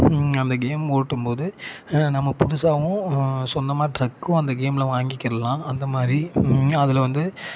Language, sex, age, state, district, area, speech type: Tamil, male, 18-30, Tamil Nadu, Thanjavur, urban, spontaneous